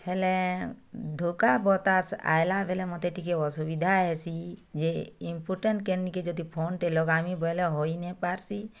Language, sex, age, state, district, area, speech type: Odia, female, 60+, Odisha, Bargarh, rural, spontaneous